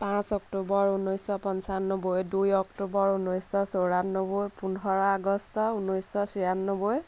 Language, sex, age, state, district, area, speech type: Assamese, female, 18-30, Assam, Lakhimpur, rural, spontaneous